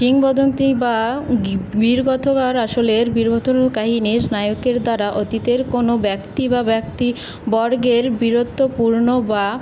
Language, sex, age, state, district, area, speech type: Bengali, female, 18-30, West Bengal, Paschim Bardhaman, urban, spontaneous